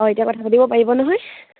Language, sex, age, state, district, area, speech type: Assamese, female, 18-30, Assam, Dibrugarh, urban, conversation